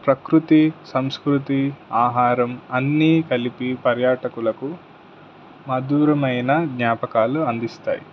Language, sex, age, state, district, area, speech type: Telugu, male, 18-30, Telangana, Suryapet, urban, spontaneous